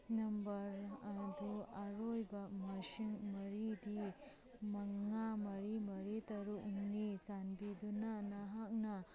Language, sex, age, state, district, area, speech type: Manipuri, female, 30-45, Manipur, Kangpokpi, urban, read